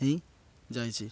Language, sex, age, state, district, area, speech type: Odia, male, 30-45, Odisha, Malkangiri, urban, spontaneous